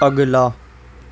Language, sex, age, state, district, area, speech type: Urdu, male, 18-30, Delhi, East Delhi, urban, read